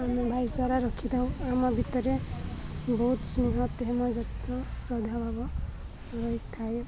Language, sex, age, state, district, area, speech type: Odia, female, 18-30, Odisha, Balangir, urban, spontaneous